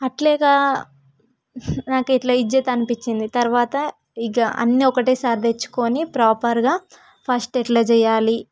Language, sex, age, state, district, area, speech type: Telugu, female, 18-30, Telangana, Hyderabad, rural, spontaneous